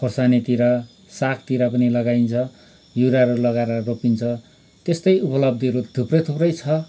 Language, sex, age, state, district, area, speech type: Nepali, male, 45-60, West Bengal, Kalimpong, rural, spontaneous